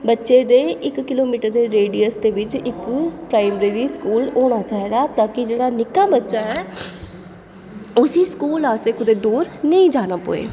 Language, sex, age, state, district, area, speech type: Dogri, female, 30-45, Jammu and Kashmir, Jammu, urban, spontaneous